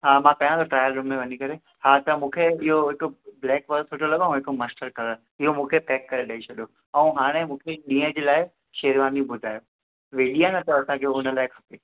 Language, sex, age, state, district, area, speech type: Sindhi, male, 18-30, Gujarat, Surat, urban, conversation